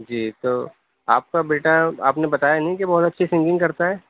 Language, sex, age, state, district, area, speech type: Urdu, male, 30-45, Delhi, Central Delhi, urban, conversation